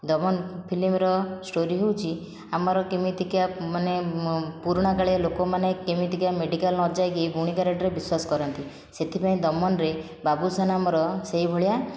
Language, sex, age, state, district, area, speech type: Odia, female, 30-45, Odisha, Khordha, rural, spontaneous